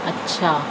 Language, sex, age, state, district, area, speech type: Urdu, female, 18-30, Delhi, South Delhi, urban, spontaneous